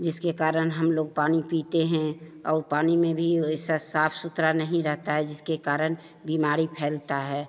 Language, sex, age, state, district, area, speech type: Hindi, female, 45-60, Bihar, Begusarai, rural, spontaneous